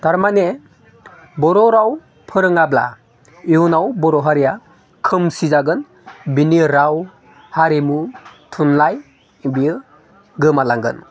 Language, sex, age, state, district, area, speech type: Bodo, male, 30-45, Assam, Chirang, urban, spontaneous